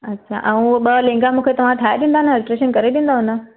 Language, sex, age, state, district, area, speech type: Sindhi, female, 30-45, Gujarat, Surat, urban, conversation